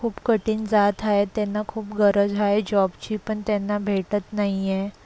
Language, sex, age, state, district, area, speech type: Marathi, female, 18-30, Maharashtra, Solapur, urban, spontaneous